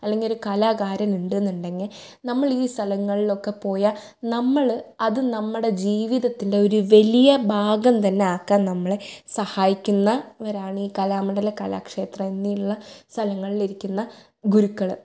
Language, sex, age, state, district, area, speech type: Malayalam, female, 18-30, Kerala, Thrissur, urban, spontaneous